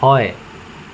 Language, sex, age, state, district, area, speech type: Assamese, male, 18-30, Assam, Jorhat, urban, read